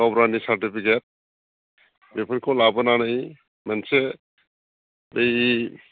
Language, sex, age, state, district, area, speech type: Bodo, male, 45-60, Assam, Baksa, urban, conversation